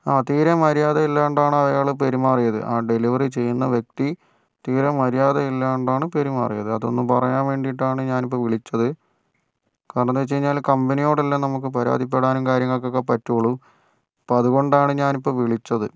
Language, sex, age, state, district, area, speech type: Malayalam, male, 60+, Kerala, Wayanad, rural, spontaneous